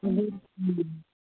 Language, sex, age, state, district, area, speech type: Malayalam, female, 60+, Kerala, Palakkad, rural, conversation